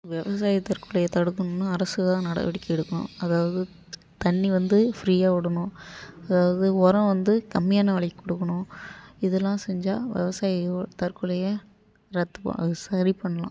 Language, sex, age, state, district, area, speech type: Tamil, female, 45-60, Tamil Nadu, Ariyalur, rural, spontaneous